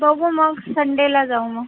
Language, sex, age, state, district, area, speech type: Marathi, female, 45-60, Maharashtra, Akola, rural, conversation